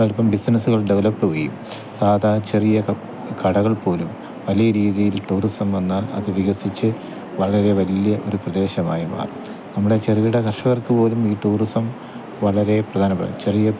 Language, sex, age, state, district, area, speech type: Malayalam, male, 30-45, Kerala, Thiruvananthapuram, rural, spontaneous